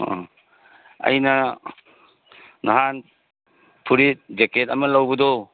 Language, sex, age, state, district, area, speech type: Manipuri, male, 60+, Manipur, Imphal East, urban, conversation